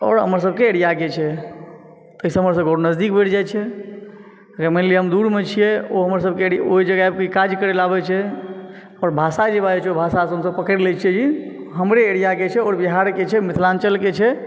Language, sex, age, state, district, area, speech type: Maithili, male, 30-45, Bihar, Supaul, rural, spontaneous